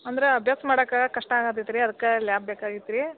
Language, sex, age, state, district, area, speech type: Kannada, female, 60+, Karnataka, Belgaum, rural, conversation